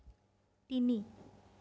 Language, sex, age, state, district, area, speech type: Assamese, female, 30-45, Assam, Sonitpur, rural, read